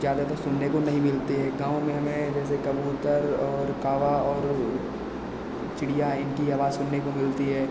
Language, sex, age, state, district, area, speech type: Hindi, male, 30-45, Uttar Pradesh, Lucknow, rural, spontaneous